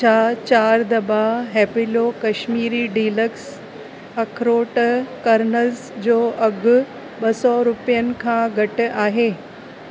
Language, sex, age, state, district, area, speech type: Sindhi, female, 30-45, Maharashtra, Thane, urban, read